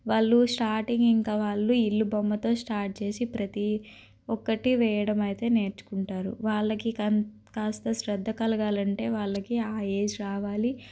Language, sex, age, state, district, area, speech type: Telugu, female, 30-45, Andhra Pradesh, Guntur, urban, spontaneous